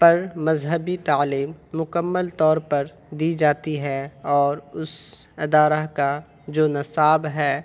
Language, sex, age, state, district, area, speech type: Urdu, male, 18-30, Bihar, Purnia, rural, spontaneous